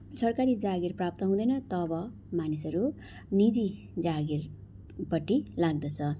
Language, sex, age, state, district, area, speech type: Nepali, female, 45-60, West Bengal, Darjeeling, rural, spontaneous